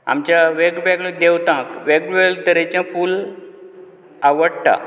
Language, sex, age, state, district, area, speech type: Goan Konkani, male, 60+, Goa, Canacona, rural, spontaneous